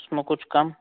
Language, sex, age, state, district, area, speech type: Hindi, male, 30-45, Madhya Pradesh, Betul, urban, conversation